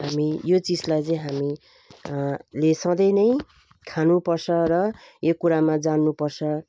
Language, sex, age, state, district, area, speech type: Nepali, female, 45-60, West Bengal, Jalpaiguri, rural, spontaneous